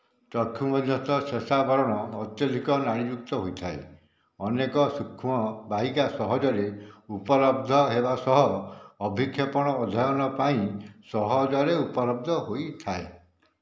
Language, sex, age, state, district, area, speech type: Odia, male, 60+, Odisha, Dhenkanal, rural, read